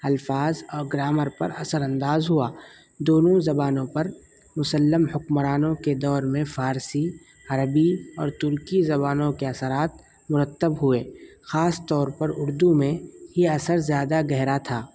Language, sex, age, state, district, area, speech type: Urdu, male, 30-45, Uttar Pradesh, Muzaffarnagar, urban, spontaneous